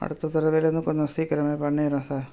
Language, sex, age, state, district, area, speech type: Tamil, female, 60+, Tamil Nadu, Thanjavur, urban, spontaneous